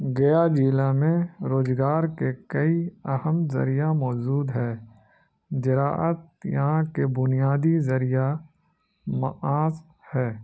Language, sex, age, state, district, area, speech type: Urdu, male, 30-45, Bihar, Gaya, urban, spontaneous